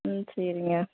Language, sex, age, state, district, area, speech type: Tamil, female, 30-45, Tamil Nadu, Tiruchirappalli, rural, conversation